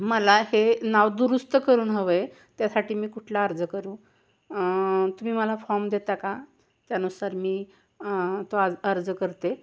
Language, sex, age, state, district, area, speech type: Marathi, female, 18-30, Maharashtra, Satara, urban, spontaneous